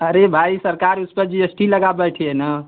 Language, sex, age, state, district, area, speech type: Hindi, male, 45-60, Uttar Pradesh, Mau, urban, conversation